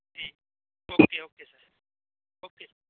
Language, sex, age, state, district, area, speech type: Punjabi, male, 30-45, Punjab, Bathinda, urban, conversation